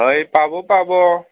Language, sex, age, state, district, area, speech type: Assamese, male, 18-30, Assam, Nagaon, rural, conversation